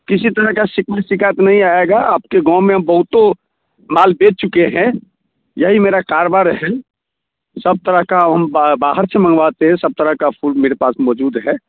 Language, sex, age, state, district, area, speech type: Hindi, male, 45-60, Bihar, Muzaffarpur, rural, conversation